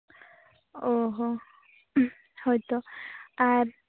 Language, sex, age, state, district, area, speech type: Santali, female, 18-30, Jharkhand, Seraikela Kharsawan, rural, conversation